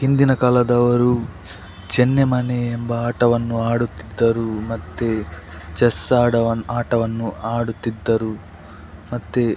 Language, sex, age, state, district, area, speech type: Kannada, male, 30-45, Karnataka, Dakshina Kannada, rural, spontaneous